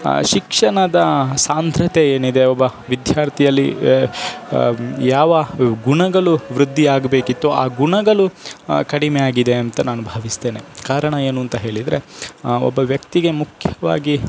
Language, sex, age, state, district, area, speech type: Kannada, male, 18-30, Karnataka, Dakshina Kannada, rural, spontaneous